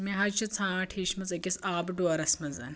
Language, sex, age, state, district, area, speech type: Kashmiri, female, 30-45, Jammu and Kashmir, Anantnag, rural, spontaneous